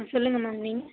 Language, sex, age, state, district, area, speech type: Tamil, female, 45-60, Tamil Nadu, Tiruvarur, rural, conversation